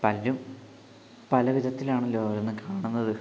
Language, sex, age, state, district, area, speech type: Malayalam, male, 18-30, Kerala, Wayanad, rural, spontaneous